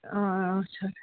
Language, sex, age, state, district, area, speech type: Kashmiri, female, 18-30, Jammu and Kashmir, Srinagar, urban, conversation